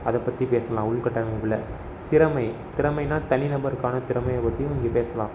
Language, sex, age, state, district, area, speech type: Tamil, male, 18-30, Tamil Nadu, Tiruvarur, urban, spontaneous